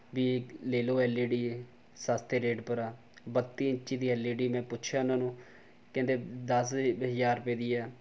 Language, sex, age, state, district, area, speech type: Punjabi, male, 18-30, Punjab, Rupnagar, urban, spontaneous